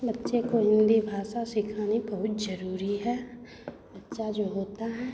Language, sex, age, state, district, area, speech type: Hindi, female, 30-45, Bihar, Begusarai, rural, spontaneous